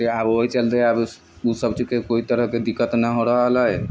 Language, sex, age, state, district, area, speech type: Maithili, male, 45-60, Bihar, Sitamarhi, rural, spontaneous